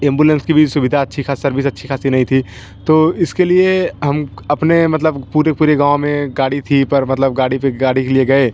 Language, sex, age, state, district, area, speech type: Hindi, male, 30-45, Uttar Pradesh, Bhadohi, rural, spontaneous